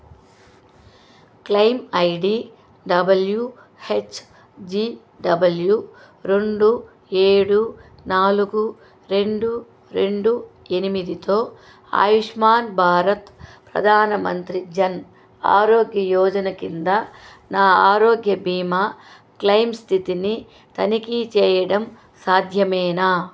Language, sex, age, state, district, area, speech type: Telugu, female, 45-60, Andhra Pradesh, Chittoor, rural, read